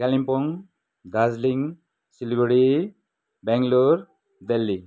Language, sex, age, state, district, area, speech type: Nepali, male, 60+, West Bengal, Kalimpong, rural, spontaneous